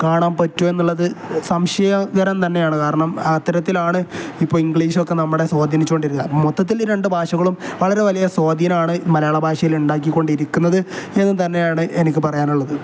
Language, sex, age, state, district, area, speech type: Malayalam, male, 18-30, Kerala, Kozhikode, rural, spontaneous